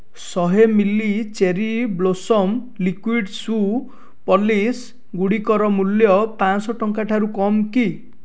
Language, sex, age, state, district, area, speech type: Odia, male, 18-30, Odisha, Dhenkanal, rural, read